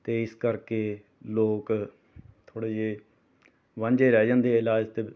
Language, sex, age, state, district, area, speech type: Punjabi, male, 45-60, Punjab, Rupnagar, urban, spontaneous